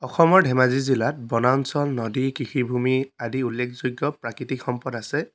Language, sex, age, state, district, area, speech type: Assamese, male, 18-30, Assam, Dhemaji, rural, spontaneous